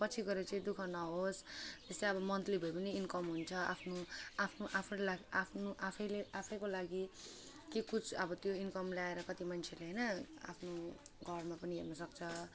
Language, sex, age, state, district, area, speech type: Nepali, female, 18-30, West Bengal, Alipurduar, urban, spontaneous